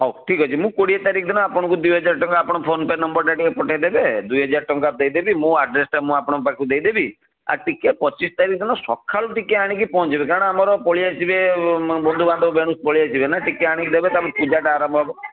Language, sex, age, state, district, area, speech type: Odia, male, 30-45, Odisha, Bhadrak, rural, conversation